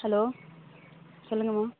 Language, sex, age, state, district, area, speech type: Tamil, female, 18-30, Tamil Nadu, Thanjavur, urban, conversation